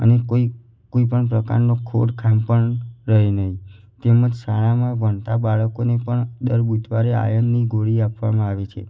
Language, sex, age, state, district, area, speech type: Gujarati, male, 18-30, Gujarat, Mehsana, rural, spontaneous